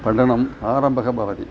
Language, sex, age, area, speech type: Sanskrit, male, 60+, urban, spontaneous